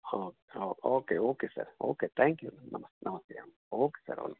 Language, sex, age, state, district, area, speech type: Kannada, male, 60+, Karnataka, Koppal, rural, conversation